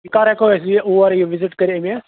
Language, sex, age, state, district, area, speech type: Kashmiri, male, 30-45, Jammu and Kashmir, Srinagar, urban, conversation